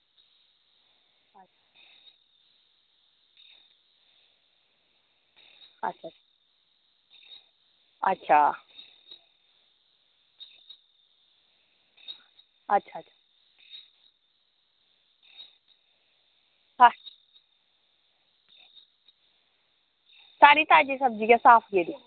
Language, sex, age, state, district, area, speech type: Dogri, female, 30-45, Jammu and Kashmir, Reasi, rural, conversation